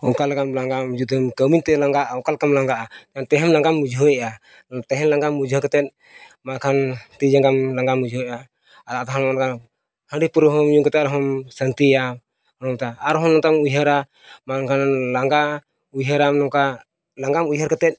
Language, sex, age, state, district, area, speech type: Santali, male, 45-60, Odisha, Mayurbhanj, rural, spontaneous